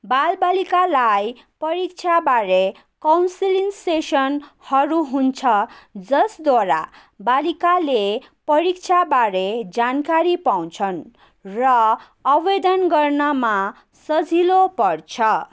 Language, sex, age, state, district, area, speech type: Nepali, female, 18-30, West Bengal, Darjeeling, rural, spontaneous